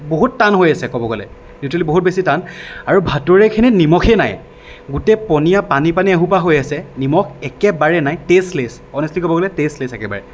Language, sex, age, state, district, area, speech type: Assamese, male, 18-30, Assam, Darrang, rural, spontaneous